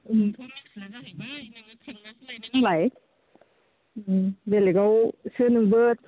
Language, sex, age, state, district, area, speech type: Bodo, female, 30-45, Assam, Baksa, rural, conversation